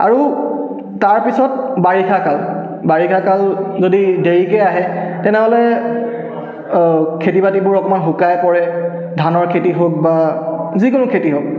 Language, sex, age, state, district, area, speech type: Assamese, male, 18-30, Assam, Charaideo, urban, spontaneous